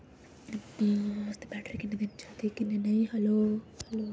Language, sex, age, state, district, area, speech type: Dogri, female, 18-30, Jammu and Kashmir, Udhampur, rural, spontaneous